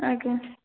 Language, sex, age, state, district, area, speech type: Odia, female, 18-30, Odisha, Puri, urban, conversation